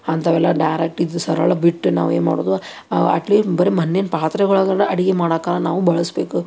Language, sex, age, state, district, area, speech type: Kannada, female, 30-45, Karnataka, Koppal, rural, spontaneous